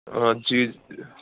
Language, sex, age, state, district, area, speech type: Urdu, male, 30-45, Uttar Pradesh, Aligarh, rural, conversation